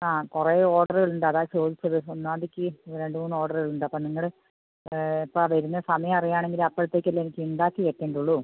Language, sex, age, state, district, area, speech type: Malayalam, female, 60+, Kerala, Wayanad, rural, conversation